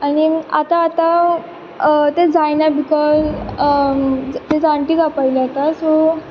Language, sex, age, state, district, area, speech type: Goan Konkani, female, 18-30, Goa, Quepem, rural, spontaneous